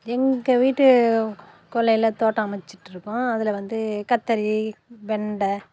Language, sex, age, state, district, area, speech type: Tamil, female, 45-60, Tamil Nadu, Nagapattinam, rural, spontaneous